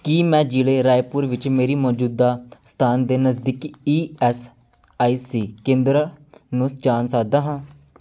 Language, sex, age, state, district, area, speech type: Punjabi, male, 30-45, Punjab, Amritsar, urban, read